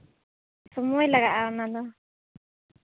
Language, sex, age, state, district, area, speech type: Santali, female, 30-45, Jharkhand, Seraikela Kharsawan, rural, conversation